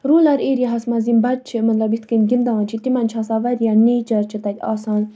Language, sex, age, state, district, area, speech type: Kashmiri, female, 30-45, Jammu and Kashmir, Budgam, rural, spontaneous